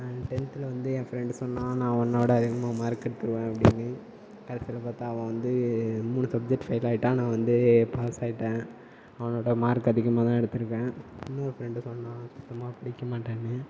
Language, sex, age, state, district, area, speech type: Tamil, male, 30-45, Tamil Nadu, Tiruvarur, rural, spontaneous